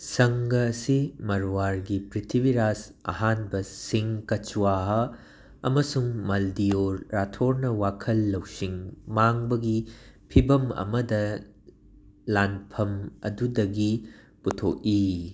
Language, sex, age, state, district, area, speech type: Manipuri, male, 45-60, Manipur, Imphal West, urban, read